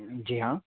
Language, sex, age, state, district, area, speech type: Hindi, male, 45-60, Madhya Pradesh, Bhopal, urban, conversation